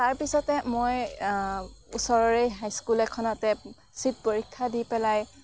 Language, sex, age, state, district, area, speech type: Assamese, female, 18-30, Assam, Morigaon, rural, spontaneous